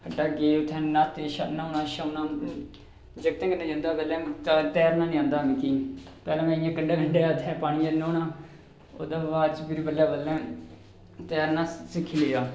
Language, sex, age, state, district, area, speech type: Dogri, male, 18-30, Jammu and Kashmir, Reasi, rural, spontaneous